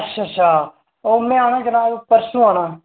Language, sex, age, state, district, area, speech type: Dogri, male, 30-45, Jammu and Kashmir, Udhampur, rural, conversation